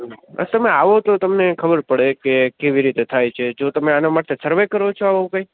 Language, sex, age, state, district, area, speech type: Gujarati, male, 18-30, Gujarat, Junagadh, urban, conversation